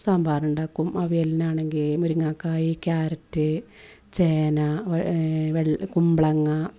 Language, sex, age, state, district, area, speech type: Malayalam, female, 30-45, Kerala, Malappuram, rural, spontaneous